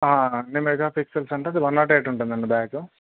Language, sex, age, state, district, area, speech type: Telugu, male, 18-30, Andhra Pradesh, Krishna, urban, conversation